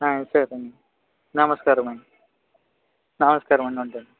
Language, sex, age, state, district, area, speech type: Telugu, male, 18-30, Andhra Pradesh, West Godavari, rural, conversation